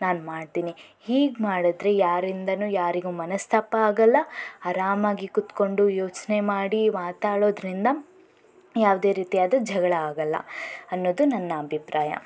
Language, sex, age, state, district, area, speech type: Kannada, female, 18-30, Karnataka, Davanagere, rural, spontaneous